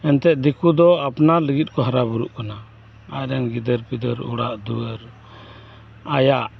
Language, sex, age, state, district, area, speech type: Santali, male, 45-60, West Bengal, Birbhum, rural, spontaneous